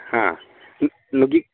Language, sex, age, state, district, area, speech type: Kannada, male, 30-45, Karnataka, Vijayapura, rural, conversation